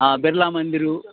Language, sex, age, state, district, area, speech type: Telugu, male, 60+, Andhra Pradesh, Bapatla, urban, conversation